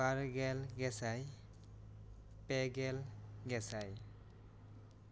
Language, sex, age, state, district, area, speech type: Santali, male, 18-30, West Bengal, Bankura, rural, spontaneous